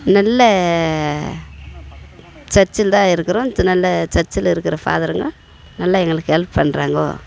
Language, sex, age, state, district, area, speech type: Tamil, female, 45-60, Tamil Nadu, Tiruvannamalai, urban, spontaneous